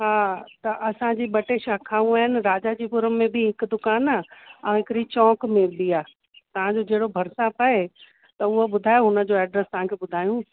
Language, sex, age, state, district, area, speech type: Sindhi, female, 30-45, Uttar Pradesh, Lucknow, urban, conversation